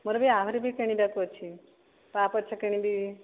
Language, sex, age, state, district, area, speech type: Odia, female, 30-45, Odisha, Dhenkanal, rural, conversation